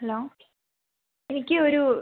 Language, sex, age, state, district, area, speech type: Malayalam, female, 18-30, Kerala, Wayanad, rural, conversation